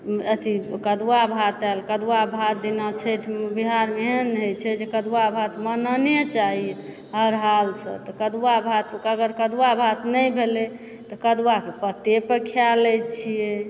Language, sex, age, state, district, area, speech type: Maithili, female, 30-45, Bihar, Supaul, urban, spontaneous